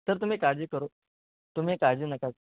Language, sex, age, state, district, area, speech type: Marathi, male, 18-30, Maharashtra, Wardha, urban, conversation